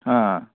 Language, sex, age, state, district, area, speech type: Manipuri, male, 30-45, Manipur, Churachandpur, rural, conversation